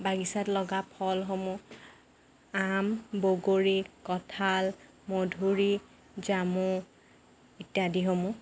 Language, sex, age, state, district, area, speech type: Assamese, female, 18-30, Assam, Lakhimpur, rural, spontaneous